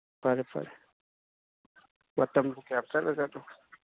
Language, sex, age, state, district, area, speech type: Manipuri, male, 45-60, Manipur, Kangpokpi, urban, conversation